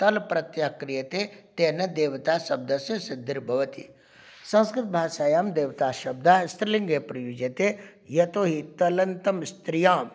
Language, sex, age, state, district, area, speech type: Sanskrit, male, 45-60, Bihar, Darbhanga, urban, spontaneous